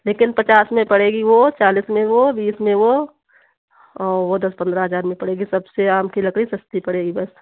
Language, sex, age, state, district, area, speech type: Hindi, female, 45-60, Uttar Pradesh, Hardoi, rural, conversation